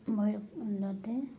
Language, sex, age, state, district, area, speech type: Assamese, female, 30-45, Assam, Udalguri, rural, spontaneous